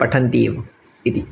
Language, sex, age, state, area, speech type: Sanskrit, male, 30-45, Madhya Pradesh, urban, spontaneous